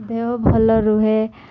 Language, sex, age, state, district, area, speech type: Odia, female, 18-30, Odisha, Koraput, urban, spontaneous